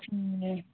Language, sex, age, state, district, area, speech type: Manipuri, female, 18-30, Manipur, Kangpokpi, urban, conversation